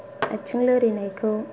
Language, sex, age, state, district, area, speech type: Bodo, female, 18-30, Assam, Kokrajhar, rural, spontaneous